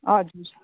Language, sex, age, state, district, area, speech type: Nepali, female, 30-45, West Bengal, Jalpaiguri, rural, conversation